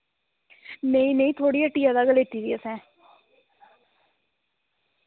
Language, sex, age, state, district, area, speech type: Dogri, female, 30-45, Jammu and Kashmir, Reasi, rural, conversation